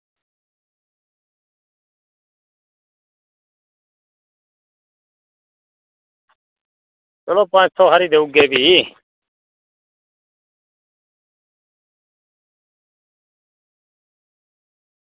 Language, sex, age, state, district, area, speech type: Dogri, male, 30-45, Jammu and Kashmir, Udhampur, rural, conversation